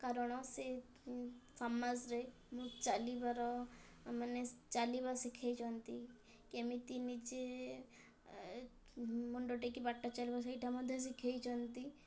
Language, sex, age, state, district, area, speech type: Odia, female, 18-30, Odisha, Kendrapara, urban, spontaneous